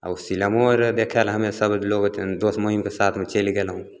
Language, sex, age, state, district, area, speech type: Maithili, male, 30-45, Bihar, Begusarai, rural, spontaneous